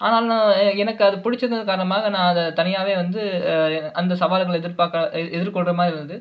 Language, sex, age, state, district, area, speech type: Tamil, male, 30-45, Tamil Nadu, Cuddalore, urban, spontaneous